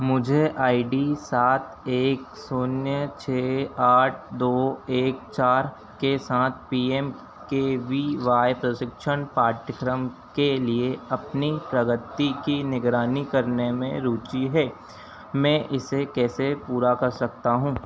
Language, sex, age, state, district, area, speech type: Hindi, male, 30-45, Madhya Pradesh, Harda, urban, read